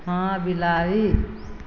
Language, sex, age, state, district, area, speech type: Maithili, female, 45-60, Bihar, Begusarai, urban, read